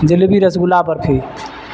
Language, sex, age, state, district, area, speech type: Urdu, male, 60+, Bihar, Supaul, rural, spontaneous